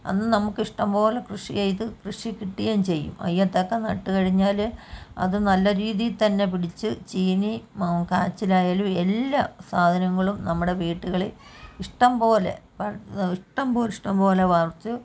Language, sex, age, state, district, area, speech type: Malayalam, female, 45-60, Kerala, Kollam, rural, spontaneous